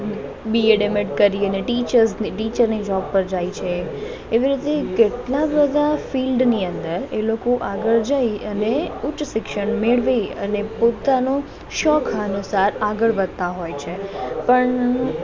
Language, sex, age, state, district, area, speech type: Gujarati, female, 30-45, Gujarat, Morbi, rural, spontaneous